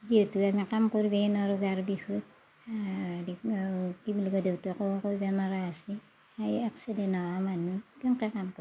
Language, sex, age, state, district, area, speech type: Assamese, female, 60+, Assam, Darrang, rural, spontaneous